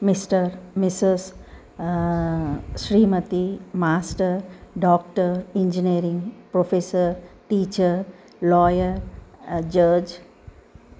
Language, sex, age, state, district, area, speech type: Telugu, female, 60+, Telangana, Medchal, urban, spontaneous